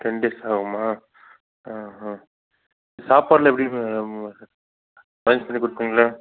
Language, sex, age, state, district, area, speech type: Tamil, male, 60+, Tamil Nadu, Mayiladuthurai, rural, conversation